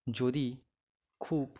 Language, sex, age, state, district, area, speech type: Bengali, male, 18-30, West Bengal, Dakshin Dinajpur, urban, spontaneous